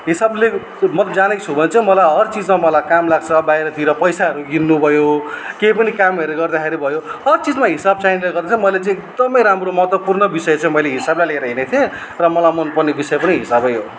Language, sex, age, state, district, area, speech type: Nepali, male, 30-45, West Bengal, Darjeeling, rural, spontaneous